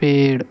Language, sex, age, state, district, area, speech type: Hindi, male, 30-45, Madhya Pradesh, Hoshangabad, urban, read